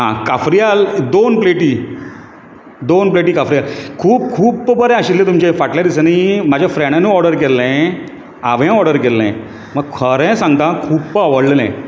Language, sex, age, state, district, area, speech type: Goan Konkani, male, 45-60, Goa, Bardez, urban, spontaneous